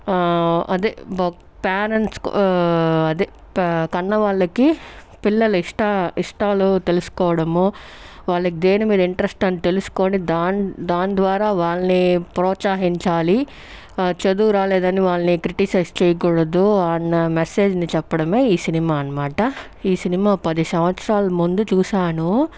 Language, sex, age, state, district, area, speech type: Telugu, female, 60+, Andhra Pradesh, Chittoor, urban, spontaneous